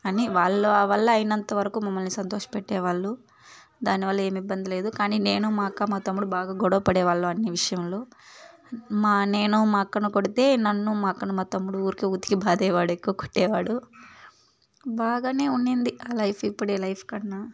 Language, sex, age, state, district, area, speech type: Telugu, female, 18-30, Andhra Pradesh, Sri Balaji, urban, spontaneous